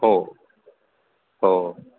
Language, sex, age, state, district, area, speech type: Marathi, male, 60+, Maharashtra, Palghar, urban, conversation